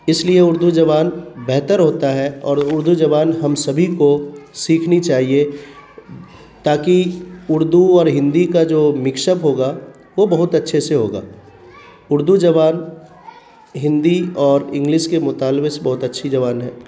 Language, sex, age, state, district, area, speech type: Urdu, male, 30-45, Bihar, Khagaria, rural, spontaneous